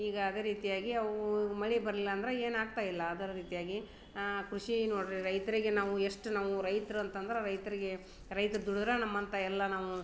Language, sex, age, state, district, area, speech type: Kannada, female, 30-45, Karnataka, Dharwad, urban, spontaneous